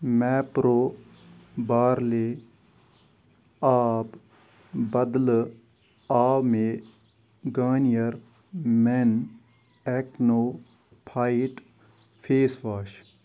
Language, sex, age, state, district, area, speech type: Kashmiri, male, 18-30, Jammu and Kashmir, Kupwara, rural, read